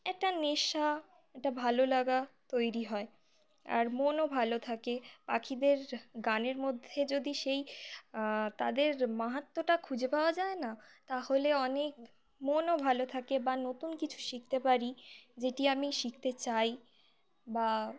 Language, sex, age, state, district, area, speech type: Bengali, female, 18-30, West Bengal, Birbhum, urban, spontaneous